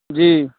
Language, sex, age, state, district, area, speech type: Maithili, female, 60+, Bihar, Madhubani, urban, conversation